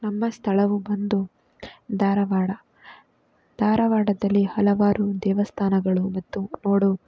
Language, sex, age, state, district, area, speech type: Kannada, female, 45-60, Karnataka, Chikkaballapur, rural, spontaneous